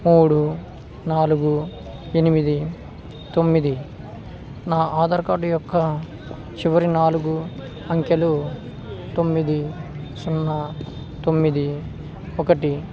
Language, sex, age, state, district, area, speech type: Telugu, male, 18-30, Telangana, Khammam, urban, spontaneous